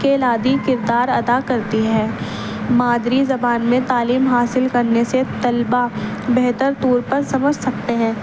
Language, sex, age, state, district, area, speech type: Urdu, female, 18-30, Delhi, East Delhi, urban, spontaneous